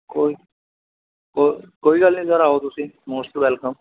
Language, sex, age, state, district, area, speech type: Punjabi, male, 18-30, Punjab, Mohali, rural, conversation